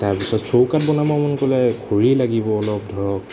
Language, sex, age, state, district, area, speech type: Assamese, male, 18-30, Assam, Nagaon, rural, spontaneous